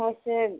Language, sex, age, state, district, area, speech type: Hindi, female, 60+, Uttar Pradesh, Ayodhya, rural, conversation